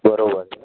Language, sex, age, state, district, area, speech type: Gujarati, male, 18-30, Gujarat, Ahmedabad, urban, conversation